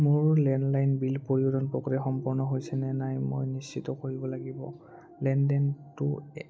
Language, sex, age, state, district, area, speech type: Assamese, male, 18-30, Assam, Udalguri, rural, read